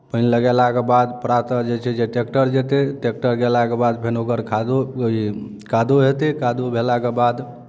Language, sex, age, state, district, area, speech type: Maithili, male, 30-45, Bihar, Darbhanga, urban, spontaneous